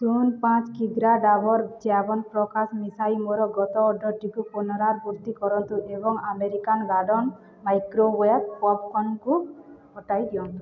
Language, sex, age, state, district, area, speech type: Odia, female, 18-30, Odisha, Balangir, urban, read